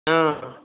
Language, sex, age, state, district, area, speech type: Tamil, female, 60+, Tamil Nadu, Krishnagiri, rural, conversation